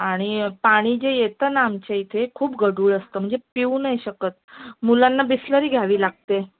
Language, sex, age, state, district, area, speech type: Marathi, female, 30-45, Maharashtra, Mumbai Suburban, urban, conversation